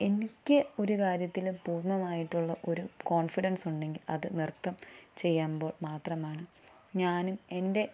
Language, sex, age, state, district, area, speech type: Malayalam, female, 18-30, Kerala, Thiruvananthapuram, rural, spontaneous